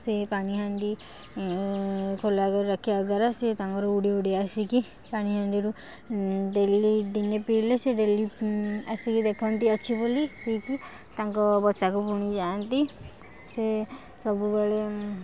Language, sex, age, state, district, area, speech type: Odia, female, 60+, Odisha, Kendujhar, urban, spontaneous